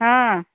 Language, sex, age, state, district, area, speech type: Kannada, female, 45-60, Karnataka, Gadag, rural, conversation